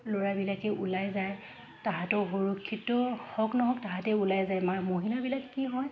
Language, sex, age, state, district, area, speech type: Assamese, female, 30-45, Assam, Dhemaji, rural, spontaneous